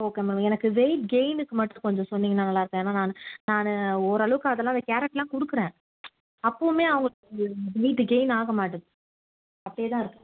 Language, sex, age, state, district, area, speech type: Tamil, female, 30-45, Tamil Nadu, Chengalpattu, urban, conversation